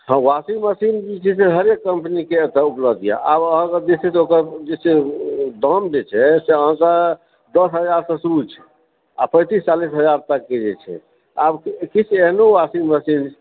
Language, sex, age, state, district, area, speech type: Maithili, male, 45-60, Bihar, Supaul, rural, conversation